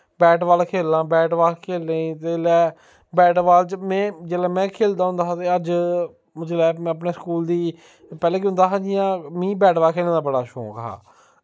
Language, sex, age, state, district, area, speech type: Dogri, male, 18-30, Jammu and Kashmir, Samba, rural, spontaneous